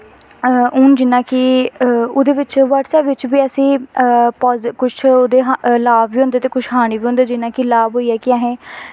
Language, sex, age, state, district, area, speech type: Dogri, female, 18-30, Jammu and Kashmir, Samba, rural, spontaneous